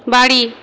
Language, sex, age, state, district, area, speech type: Bengali, female, 60+, West Bengal, Jhargram, rural, read